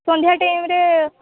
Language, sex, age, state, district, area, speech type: Odia, female, 18-30, Odisha, Sambalpur, rural, conversation